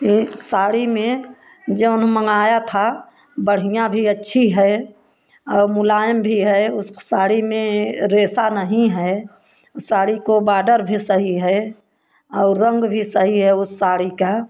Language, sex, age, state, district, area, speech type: Hindi, female, 60+, Uttar Pradesh, Prayagraj, urban, spontaneous